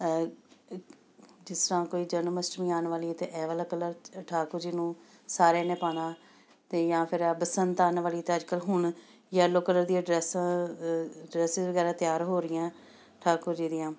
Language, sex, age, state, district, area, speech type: Punjabi, female, 45-60, Punjab, Amritsar, urban, spontaneous